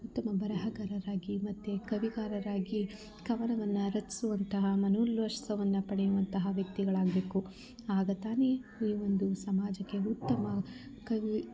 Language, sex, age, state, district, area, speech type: Kannada, female, 30-45, Karnataka, Mandya, rural, spontaneous